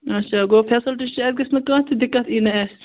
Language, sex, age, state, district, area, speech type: Kashmiri, female, 30-45, Jammu and Kashmir, Kupwara, rural, conversation